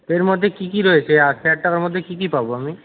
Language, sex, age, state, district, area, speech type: Bengali, male, 45-60, West Bengal, Purba Medinipur, rural, conversation